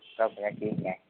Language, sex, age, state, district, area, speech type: Hindi, male, 18-30, Rajasthan, Jodhpur, urban, conversation